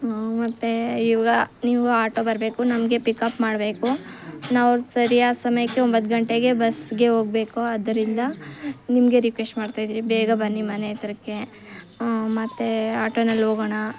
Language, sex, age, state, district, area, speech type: Kannada, female, 18-30, Karnataka, Kolar, rural, spontaneous